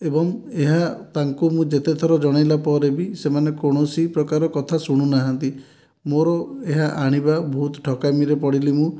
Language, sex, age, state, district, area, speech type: Odia, male, 18-30, Odisha, Dhenkanal, rural, spontaneous